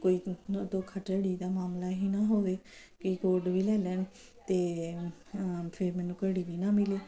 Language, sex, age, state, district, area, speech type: Punjabi, female, 45-60, Punjab, Kapurthala, urban, spontaneous